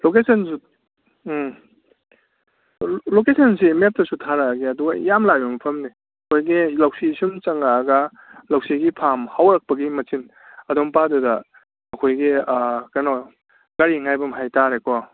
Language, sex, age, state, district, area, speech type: Manipuri, male, 30-45, Manipur, Kakching, rural, conversation